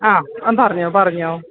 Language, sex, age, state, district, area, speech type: Malayalam, female, 45-60, Kerala, Kottayam, urban, conversation